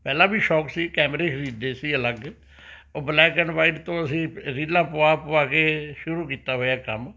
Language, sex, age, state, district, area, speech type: Punjabi, male, 60+, Punjab, Rupnagar, urban, spontaneous